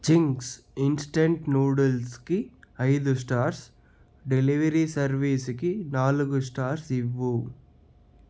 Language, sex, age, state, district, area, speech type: Telugu, male, 30-45, Andhra Pradesh, Chittoor, rural, read